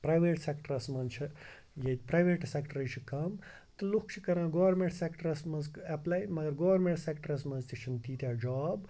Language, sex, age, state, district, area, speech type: Kashmiri, male, 45-60, Jammu and Kashmir, Srinagar, urban, spontaneous